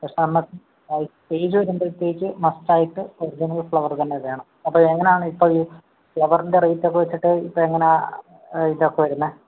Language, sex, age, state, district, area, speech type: Malayalam, male, 18-30, Kerala, Kottayam, rural, conversation